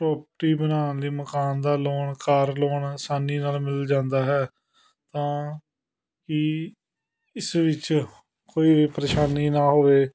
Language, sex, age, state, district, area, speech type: Punjabi, male, 30-45, Punjab, Amritsar, urban, spontaneous